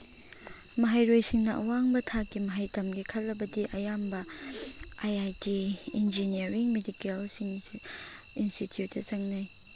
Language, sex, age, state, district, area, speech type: Manipuri, female, 45-60, Manipur, Chandel, rural, spontaneous